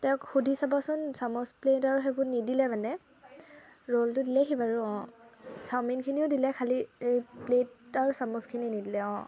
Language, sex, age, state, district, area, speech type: Assamese, female, 18-30, Assam, Sivasagar, rural, spontaneous